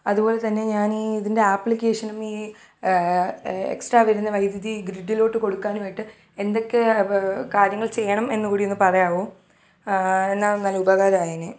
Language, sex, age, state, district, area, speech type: Malayalam, female, 18-30, Kerala, Thiruvananthapuram, urban, spontaneous